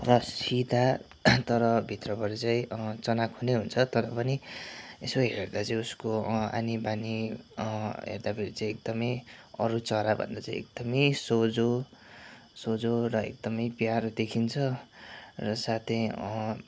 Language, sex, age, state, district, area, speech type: Nepali, male, 30-45, West Bengal, Kalimpong, rural, spontaneous